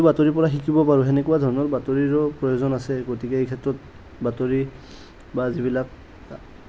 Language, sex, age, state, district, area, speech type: Assamese, male, 30-45, Assam, Nalbari, rural, spontaneous